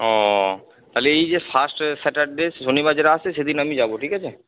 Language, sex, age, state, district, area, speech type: Bengali, male, 18-30, West Bengal, Purba Bardhaman, urban, conversation